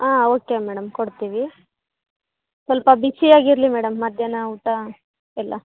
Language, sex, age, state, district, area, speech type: Kannada, female, 18-30, Karnataka, Vijayanagara, rural, conversation